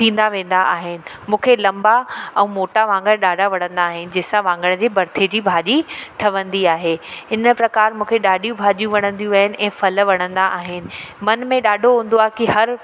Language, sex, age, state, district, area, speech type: Sindhi, female, 30-45, Madhya Pradesh, Katni, urban, spontaneous